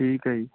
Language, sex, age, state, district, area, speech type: Punjabi, male, 18-30, Punjab, Mohali, rural, conversation